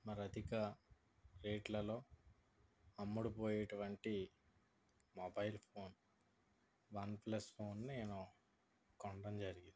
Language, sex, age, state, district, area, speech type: Telugu, male, 60+, Andhra Pradesh, East Godavari, urban, spontaneous